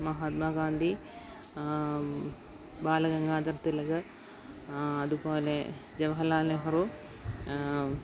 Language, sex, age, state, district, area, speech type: Malayalam, female, 30-45, Kerala, Alappuzha, rural, spontaneous